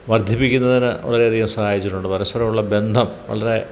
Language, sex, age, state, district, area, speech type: Malayalam, male, 60+, Kerala, Kottayam, rural, spontaneous